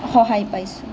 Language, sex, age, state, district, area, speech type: Assamese, female, 18-30, Assam, Sonitpur, rural, spontaneous